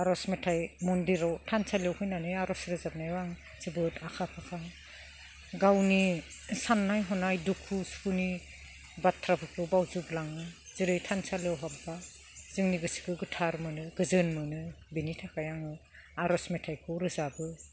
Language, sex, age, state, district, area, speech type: Bodo, female, 45-60, Assam, Udalguri, rural, spontaneous